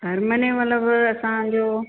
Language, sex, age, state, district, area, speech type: Sindhi, female, 45-60, Maharashtra, Thane, urban, conversation